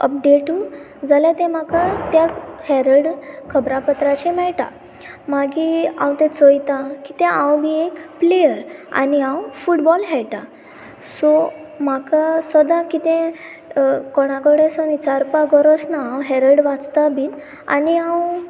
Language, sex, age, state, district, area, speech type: Goan Konkani, female, 18-30, Goa, Sanguem, rural, spontaneous